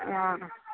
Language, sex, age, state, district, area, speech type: Assamese, female, 45-60, Assam, Majuli, urban, conversation